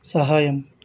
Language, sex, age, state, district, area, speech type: Telugu, male, 18-30, Telangana, Hyderabad, urban, read